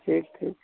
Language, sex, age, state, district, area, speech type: Hindi, male, 60+, Uttar Pradesh, Ayodhya, rural, conversation